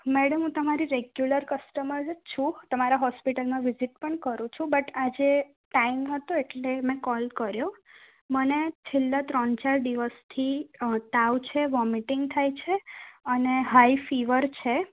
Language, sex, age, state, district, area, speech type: Gujarati, female, 18-30, Gujarat, Kheda, rural, conversation